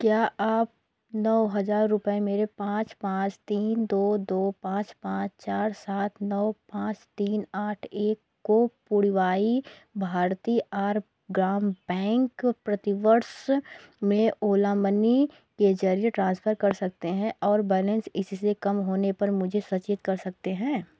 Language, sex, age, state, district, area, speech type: Hindi, female, 18-30, Uttar Pradesh, Jaunpur, urban, read